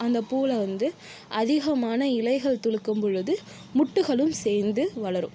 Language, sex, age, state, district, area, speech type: Tamil, female, 45-60, Tamil Nadu, Tiruvarur, rural, spontaneous